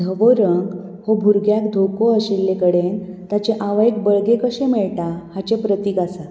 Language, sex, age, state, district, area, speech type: Goan Konkani, female, 30-45, Goa, Bardez, rural, read